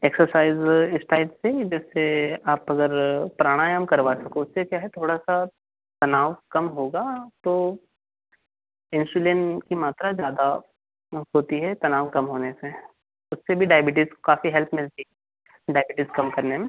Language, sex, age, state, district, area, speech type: Hindi, male, 18-30, Madhya Pradesh, Betul, urban, conversation